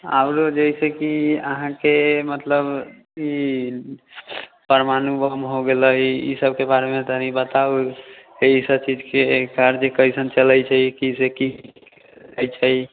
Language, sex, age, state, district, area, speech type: Maithili, male, 18-30, Bihar, Muzaffarpur, rural, conversation